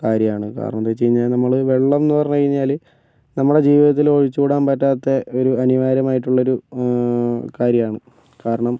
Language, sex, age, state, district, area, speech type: Malayalam, male, 45-60, Kerala, Kozhikode, urban, spontaneous